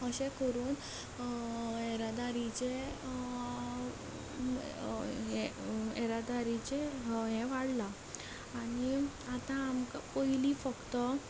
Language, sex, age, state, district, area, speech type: Goan Konkani, female, 18-30, Goa, Ponda, rural, spontaneous